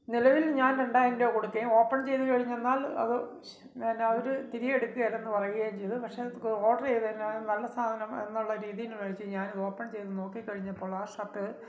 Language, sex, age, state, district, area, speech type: Malayalam, male, 45-60, Kerala, Kottayam, rural, spontaneous